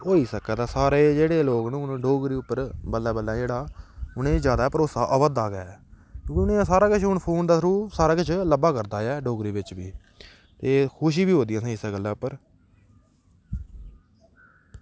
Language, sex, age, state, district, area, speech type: Dogri, male, 18-30, Jammu and Kashmir, Udhampur, rural, spontaneous